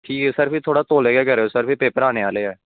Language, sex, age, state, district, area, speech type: Dogri, male, 18-30, Jammu and Kashmir, Kathua, rural, conversation